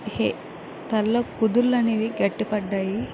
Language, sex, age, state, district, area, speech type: Telugu, female, 18-30, Andhra Pradesh, Vizianagaram, rural, spontaneous